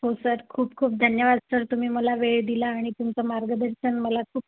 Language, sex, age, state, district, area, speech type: Marathi, female, 30-45, Maharashtra, Yavatmal, rural, conversation